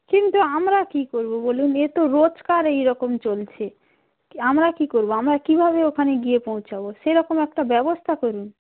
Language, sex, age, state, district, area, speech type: Bengali, female, 30-45, West Bengal, Darjeeling, rural, conversation